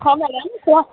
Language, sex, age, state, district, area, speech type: Odia, female, 30-45, Odisha, Sambalpur, rural, conversation